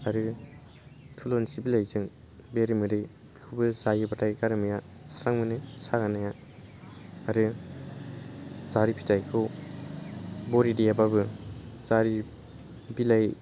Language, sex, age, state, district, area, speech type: Bodo, male, 18-30, Assam, Baksa, rural, spontaneous